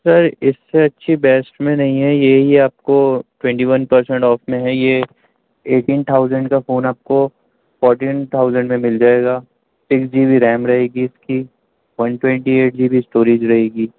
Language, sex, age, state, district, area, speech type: Urdu, male, 30-45, Delhi, Central Delhi, urban, conversation